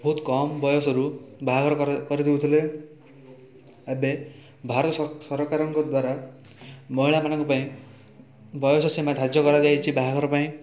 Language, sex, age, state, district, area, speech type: Odia, male, 18-30, Odisha, Rayagada, urban, spontaneous